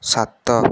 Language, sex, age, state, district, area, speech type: Odia, male, 18-30, Odisha, Jagatsinghpur, rural, read